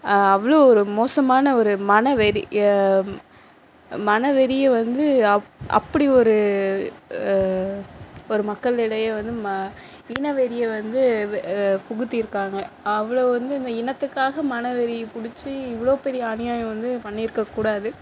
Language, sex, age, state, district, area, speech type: Tamil, female, 60+, Tamil Nadu, Mayiladuthurai, rural, spontaneous